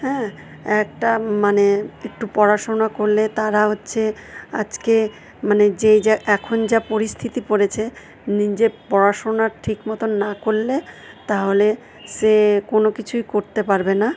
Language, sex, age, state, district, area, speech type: Bengali, female, 45-60, West Bengal, Purba Bardhaman, rural, spontaneous